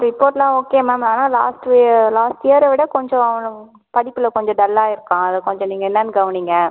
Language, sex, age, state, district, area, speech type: Tamil, female, 30-45, Tamil Nadu, Cuddalore, rural, conversation